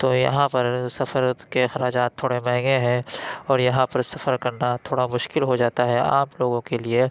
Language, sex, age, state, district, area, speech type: Urdu, male, 30-45, Uttar Pradesh, Lucknow, rural, spontaneous